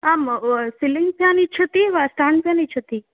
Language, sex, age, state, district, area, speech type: Sanskrit, female, 18-30, Odisha, Puri, rural, conversation